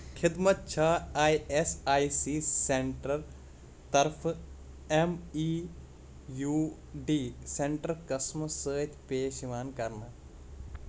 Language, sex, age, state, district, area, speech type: Kashmiri, male, 18-30, Jammu and Kashmir, Baramulla, urban, read